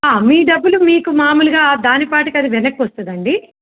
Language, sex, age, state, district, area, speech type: Telugu, female, 30-45, Telangana, Medak, rural, conversation